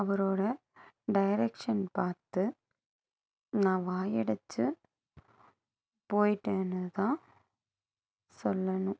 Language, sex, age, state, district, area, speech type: Tamil, female, 30-45, Tamil Nadu, Nilgiris, urban, read